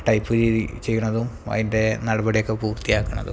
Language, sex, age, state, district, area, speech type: Malayalam, male, 30-45, Kerala, Malappuram, rural, spontaneous